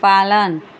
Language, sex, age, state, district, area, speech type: Hindi, female, 30-45, Uttar Pradesh, Chandauli, rural, read